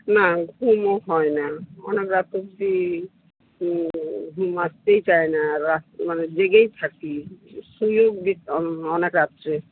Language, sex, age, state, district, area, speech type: Bengali, female, 60+, West Bengal, Purulia, rural, conversation